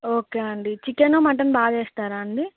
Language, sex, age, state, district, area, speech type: Telugu, female, 18-30, Andhra Pradesh, Alluri Sitarama Raju, rural, conversation